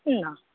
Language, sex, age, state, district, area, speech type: Bengali, female, 30-45, West Bengal, Purba Bardhaman, rural, conversation